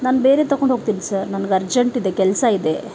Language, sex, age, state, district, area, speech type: Kannada, female, 30-45, Karnataka, Bidar, urban, spontaneous